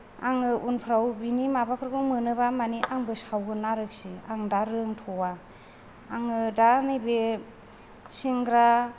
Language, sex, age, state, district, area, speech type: Bodo, female, 45-60, Assam, Kokrajhar, rural, spontaneous